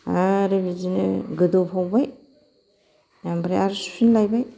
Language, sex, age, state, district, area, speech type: Bodo, female, 45-60, Assam, Kokrajhar, urban, spontaneous